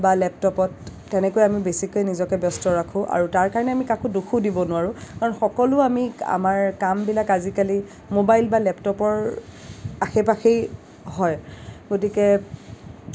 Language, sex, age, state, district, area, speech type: Assamese, female, 18-30, Assam, Kamrup Metropolitan, urban, spontaneous